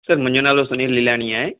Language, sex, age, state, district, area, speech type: Sindhi, male, 30-45, Gujarat, Kutch, urban, conversation